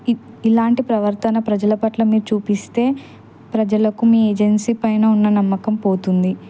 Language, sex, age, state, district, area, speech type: Telugu, female, 18-30, Telangana, Kamareddy, urban, spontaneous